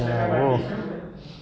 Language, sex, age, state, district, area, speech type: Gujarati, male, 60+, Gujarat, Amreli, rural, spontaneous